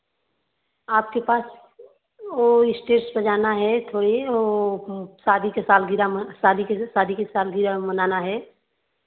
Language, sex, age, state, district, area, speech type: Hindi, female, 30-45, Uttar Pradesh, Varanasi, urban, conversation